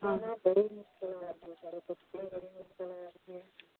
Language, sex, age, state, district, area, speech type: Dogri, female, 30-45, Jammu and Kashmir, Samba, rural, conversation